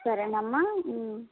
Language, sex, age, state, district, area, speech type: Telugu, female, 30-45, Andhra Pradesh, Palnadu, urban, conversation